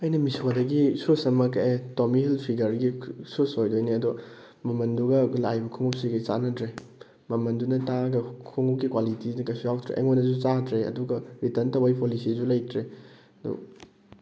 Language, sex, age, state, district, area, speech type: Manipuri, male, 18-30, Manipur, Thoubal, rural, spontaneous